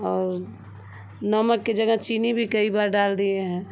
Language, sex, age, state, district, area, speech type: Hindi, female, 30-45, Uttar Pradesh, Ghazipur, rural, spontaneous